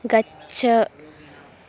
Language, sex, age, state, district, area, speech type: Sanskrit, female, 18-30, Karnataka, Vijayanagara, urban, read